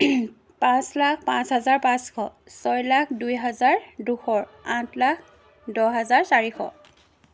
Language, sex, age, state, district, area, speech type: Assamese, female, 30-45, Assam, Jorhat, rural, spontaneous